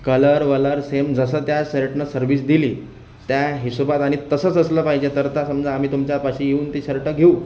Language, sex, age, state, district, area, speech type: Marathi, male, 18-30, Maharashtra, Akola, rural, spontaneous